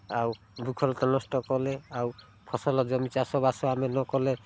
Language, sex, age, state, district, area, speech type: Odia, male, 45-60, Odisha, Rayagada, rural, spontaneous